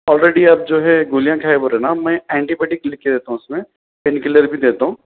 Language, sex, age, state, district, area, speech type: Urdu, male, 30-45, Telangana, Hyderabad, urban, conversation